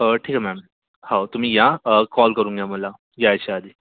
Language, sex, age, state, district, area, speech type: Marathi, male, 30-45, Maharashtra, Yavatmal, urban, conversation